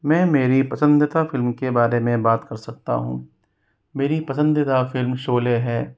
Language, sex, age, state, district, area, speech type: Hindi, male, 45-60, Rajasthan, Jaipur, urban, spontaneous